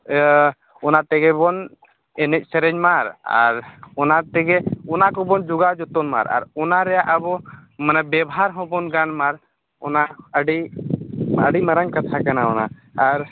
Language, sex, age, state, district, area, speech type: Santali, male, 18-30, Jharkhand, Seraikela Kharsawan, rural, conversation